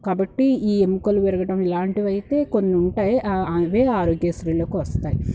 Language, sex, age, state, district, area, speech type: Telugu, female, 18-30, Andhra Pradesh, Guntur, urban, spontaneous